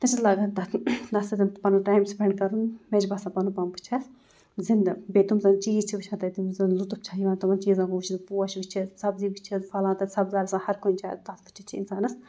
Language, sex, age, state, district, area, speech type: Kashmiri, female, 18-30, Jammu and Kashmir, Ganderbal, rural, spontaneous